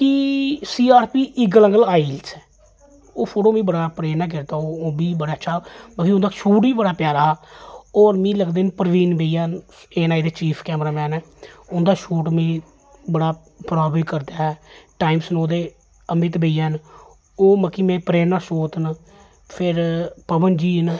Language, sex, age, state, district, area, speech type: Dogri, male, 30-45, Jammu and Kashmir, Jammu, urban, spontaneous